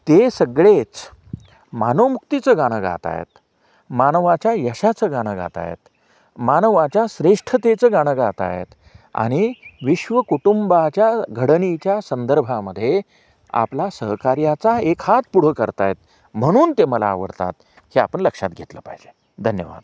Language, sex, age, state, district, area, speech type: Marathi, male, 45-60, Maharashtra, Nanded, urban, spontaneous